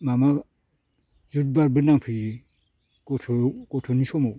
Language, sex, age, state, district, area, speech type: Bodo, male, 60+, Assam, Baksa, rural, spontaneous